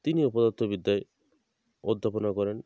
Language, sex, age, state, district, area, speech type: Bengali, male, 30-45, West Bengal, North 24 Parganas, rural, spontaneous